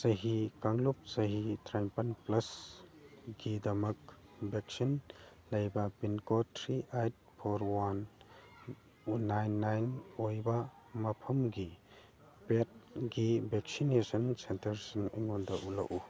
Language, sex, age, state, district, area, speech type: Manipuri, male, 45-60, Manipur, Churachandpur, urban, read